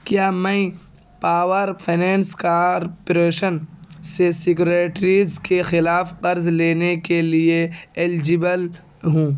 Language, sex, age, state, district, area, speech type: Urdu, male, 18-30, Uttar Pradesh, Ghaziabad, rural, read